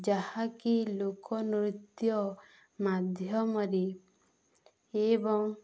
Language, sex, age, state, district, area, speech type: Odia, female, 30-45, Odisha, Balangir, urban, spontaneous